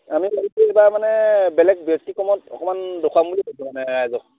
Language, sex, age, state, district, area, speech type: Assamese, male, 18-30, Assam, Majuli, urban, conversation